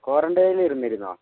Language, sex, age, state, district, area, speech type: Malayalam, male, 30-45, Kerala, Wayanad, rural, conversation